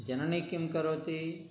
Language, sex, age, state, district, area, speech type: Sanskrit, male, 60+, Telangana, Nalgonda, urban, spontaneous